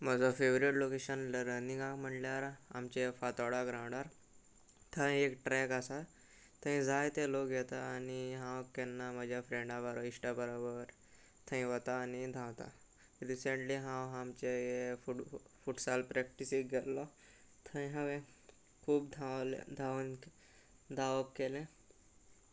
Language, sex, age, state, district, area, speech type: Goan Konkani, male, 18-30, Goa, Salcete, rural, spontaneous